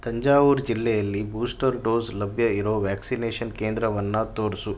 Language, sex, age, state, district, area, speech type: Kannada, male, 30-45, Karnataka, Udupi, urban, read